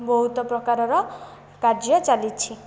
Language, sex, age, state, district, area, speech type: Odia, female, 18-30, Odisha, Jajpur, rural, spontaneous